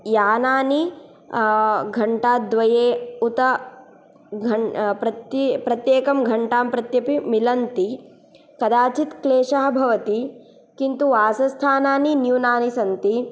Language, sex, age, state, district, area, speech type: Sanskrit, female, 18-30, Karnataka, Tumkur, urban, spontaneous